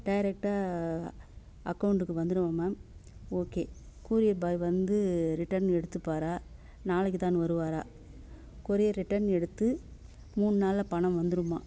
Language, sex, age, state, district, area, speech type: Tamil, female, 60+, Tamil Nadu, Kallakurichi, rural, spontaneous